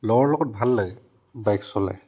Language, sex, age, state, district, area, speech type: Assamese, male, 45-60, Assam, Charaideo, urban, spontaneous